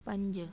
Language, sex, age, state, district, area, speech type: Sindhi, female, 18-30, Delhi, South Delhi, urban, read